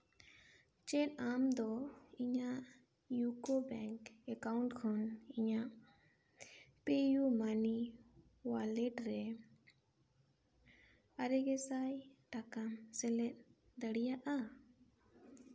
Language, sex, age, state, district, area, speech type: Santali, female, 18-30, West Bengal, Bankura, rural, read